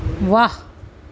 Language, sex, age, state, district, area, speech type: Punjabi, female, 30-45, Punjab, Mansa, rural, read